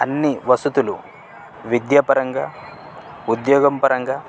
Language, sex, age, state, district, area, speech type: Telugu, male, 30-45, Telangana, Khammam, urban, spontaneous